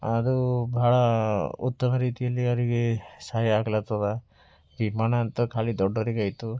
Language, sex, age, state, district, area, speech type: Kannada, male, 18-30, Karnataka, Bidar, urban, spontaneous